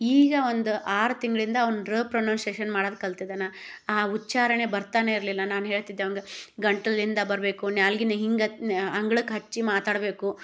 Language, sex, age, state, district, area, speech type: Kannada, female, 30-45, Karnataka, Gadag, rural, spontaneous